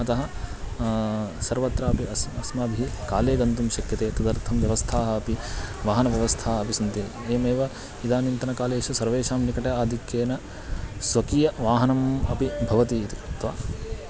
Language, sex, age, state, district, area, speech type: Sanskrit, male, 18-30, Karnataka, Uttara Kannada, rural, spontaneous